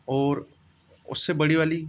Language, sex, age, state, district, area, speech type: Hindi, male, 18-30, Madhya Pradesh, Bhopal, urban, spontaneous